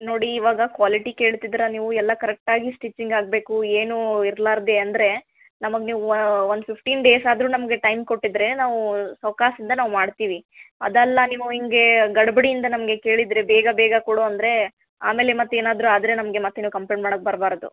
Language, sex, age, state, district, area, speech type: Kannada, female, 30-45, Karnataka, Gulbarga, urban, conversation